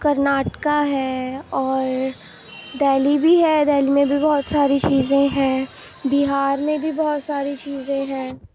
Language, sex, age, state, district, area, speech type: Urdu, female, 18-30, Uttar Pradesh, Ghaziabad, rural, spontaneous